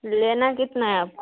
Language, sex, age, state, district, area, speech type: Urdu, female, 18-30, Bihar, Khagaria, rural, conversation